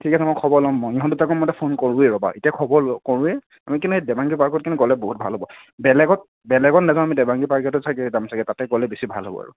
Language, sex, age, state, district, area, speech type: Assamese, male, 18-30, Assam, Nagaon, rural, conversation